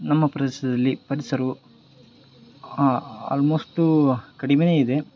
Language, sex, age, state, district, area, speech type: Kannada, male, 18-30, Karnataka, Koppal, rural, spontaneous